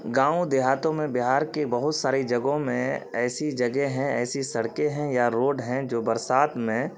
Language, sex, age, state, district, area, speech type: Urdu, male, 30-45, Bihar, Khagaria, rural, spontaneous